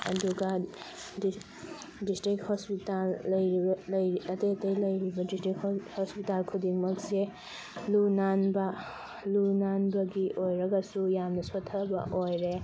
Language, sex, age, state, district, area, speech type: Manipuri, female, 18-30, Manipur, Thoubal, rural, spontaneous